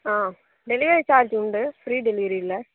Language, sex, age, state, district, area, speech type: Tamil, female, 18-30, Tamil Nadu, Nagapattinam, urban, conversation